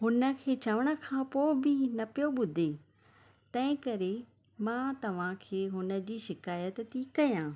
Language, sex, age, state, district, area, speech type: Sindhi, female, 30-45, Maharashtra, Thane, urban, spontaneous